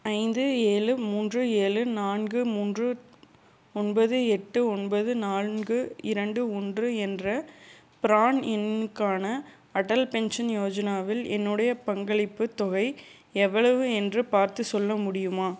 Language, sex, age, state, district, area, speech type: Tamil, female, 30-45, Tamil Nadu, Salem, urban, read